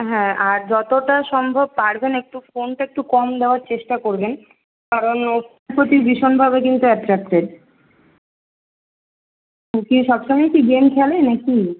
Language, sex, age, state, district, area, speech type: Bengali, female, 18-30, West Bengal, Kolkata, urban, conversation